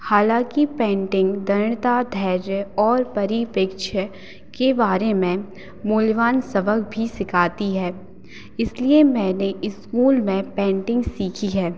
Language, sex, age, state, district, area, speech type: Hindi, female, 18-30, Madhya Pradesh, Hoshangabad, rural, spontaneous